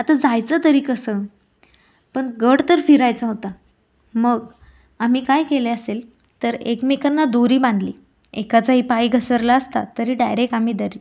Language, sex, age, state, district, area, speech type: Marathi, female, 18-30, Maharashtra, Pune, rural, spontaneous